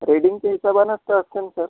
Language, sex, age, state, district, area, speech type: Marathi, male, 30-45, Maharashtra, Washim, urban, conversation